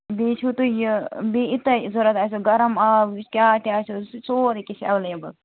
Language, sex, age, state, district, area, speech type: Kashmiri, female, 45-60, Jammu and Kashmir, Srinagar, urban, conversation